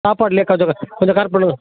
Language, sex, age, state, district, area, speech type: Tamil, male, 45-60, Tamil Nadu, Tiruchirappalli, rural, conversation